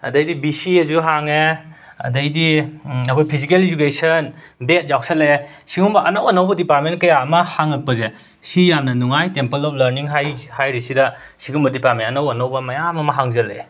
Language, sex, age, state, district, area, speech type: Manipuri, male, 45-60, Manipur, Imphal West, rural, spontaneous